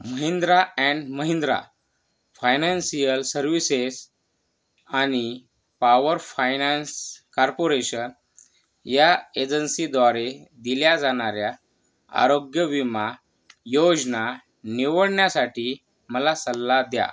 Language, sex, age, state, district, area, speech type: Marathi, male, 30-45, Maharashtra, Yavatmal, urban, read